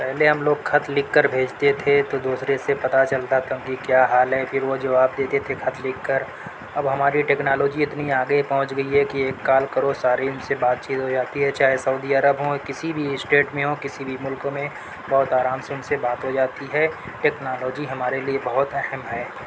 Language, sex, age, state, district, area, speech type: Urdu, male, 60+, Uttar Pradesh, Mau, urban, spontaneous